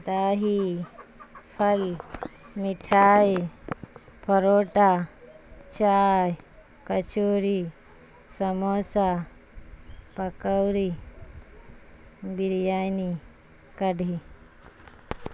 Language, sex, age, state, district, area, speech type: Urdu, female, 45-60, Bihar, Supaul, rural, spontaneous